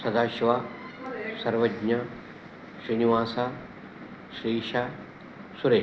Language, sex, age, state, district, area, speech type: Sanskrit, male, 60+, Karnataka, Udupi, rural, spontaneous